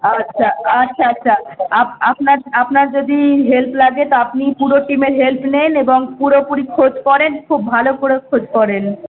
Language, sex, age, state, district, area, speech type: Bengali, female, 18-30, West Bengal, Malda, urban, conversation